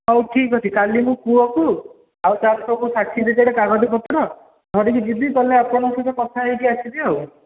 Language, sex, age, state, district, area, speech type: Odia, male, 45-60, Odisha, Dhenkanal, rural, conversation